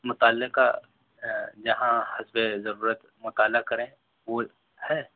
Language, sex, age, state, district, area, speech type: Urdu, male, 18-30, Delhi, North East Delhi, urban, conversation